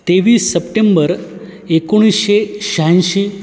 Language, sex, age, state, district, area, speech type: Marathi, male, 30-45, Maharashtra, Buldhana, urban, spontaneous